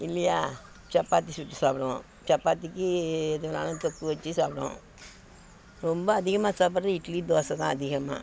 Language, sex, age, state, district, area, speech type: Tamil, female, 60+, Tamil Nadu, Thanjavur, rural, spontaneous